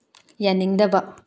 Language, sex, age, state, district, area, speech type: Manipuri, female, 18-30, Manipur, Tengnoupal, rural, read